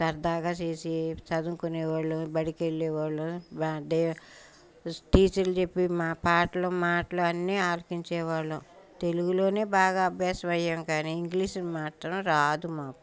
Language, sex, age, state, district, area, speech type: Telugu, female, 60+, Andhra Pradesh, Bapatla, urban, spontaneous